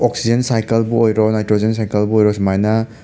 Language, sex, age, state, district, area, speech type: Manipuri, male, 30-45, Manipur, Imphal West, urban, spontaneous